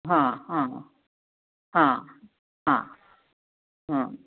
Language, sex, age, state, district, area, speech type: Marathi, female, 45-60, Maharashtra, Nashik, urban, conversation